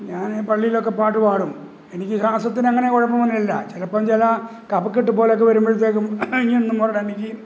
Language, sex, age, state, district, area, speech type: Malayalam, male, 60+, Kerala, Kottayam, rural, spontaneous